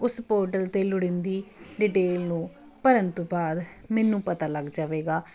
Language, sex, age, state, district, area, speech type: Punjabi, female, 45-60, Punjab, Kapurthala, urban, spontaneous